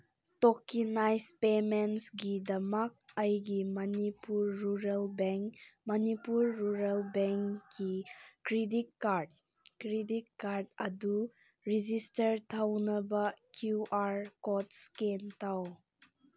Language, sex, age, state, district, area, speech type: Manipuri, female, 18-30, Manipur, Senapati, urban, read